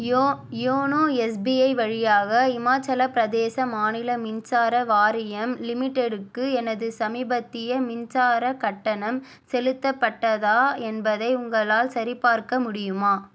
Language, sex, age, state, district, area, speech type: Tamil, female, 18-30, Tamil Nadu, Vellore, urban, read